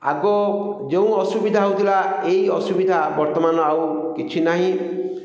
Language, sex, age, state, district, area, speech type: Odia, male, 45-60, Odisha, Ganjam, urban, spontaneous